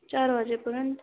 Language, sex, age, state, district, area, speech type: Marathi, female, 18-30, Maharashtra, Ratnagiri, rural, conversation